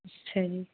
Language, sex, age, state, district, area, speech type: Punjabi, female, 18-30, Punjab, Mansa, urban, conversation